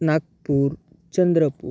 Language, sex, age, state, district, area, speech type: Marathi, male, 18-30, Maharashtra, Yavatmal, rural, spontaneous